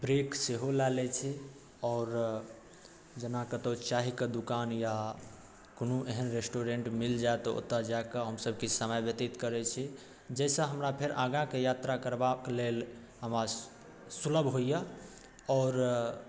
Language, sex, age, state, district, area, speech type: Maithili, male, 18-30, Bihar, Darbhanga, rural, spontaneous